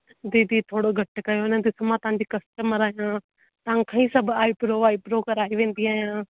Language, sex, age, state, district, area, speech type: Sindhi, female, 18-30, Rajasthan, Ajmer, urban, conversation